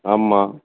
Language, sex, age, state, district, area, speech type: Tamil, male, 60+, Tamil Nadu, Thoothukudi, rural, conversation